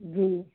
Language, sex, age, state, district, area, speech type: Hindi, female, 60+, Madhya Pradesh, Gwalior, rural, conversation